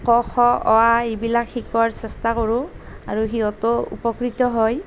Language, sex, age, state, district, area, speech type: Assamese, female, 45-60, Assam, Nalbari, rural, spontaneous